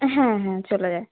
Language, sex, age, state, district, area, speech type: Bengali, female, 18-30, West Bengal, Uttar Dinajpur, urban, conversation